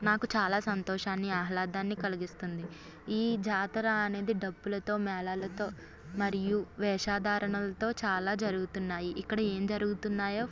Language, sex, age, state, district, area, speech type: Telugu, female, 18-30, Andhra Pradesh, Eluru, rural, spontaneous